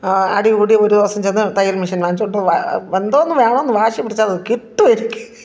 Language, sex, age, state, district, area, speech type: Malayalam, female, 45-60, Kerala, Thiruvananthapuram, rural, spontaneous